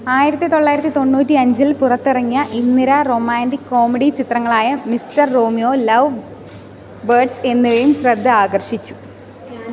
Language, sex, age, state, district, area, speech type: Malayalam, female, 18-30, Kerala, Idukki, rural, read